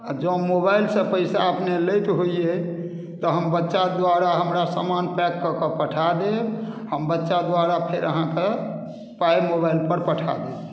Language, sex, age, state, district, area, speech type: Maithili, male, 60+, Bihar, Madhubani, rural, spontaneous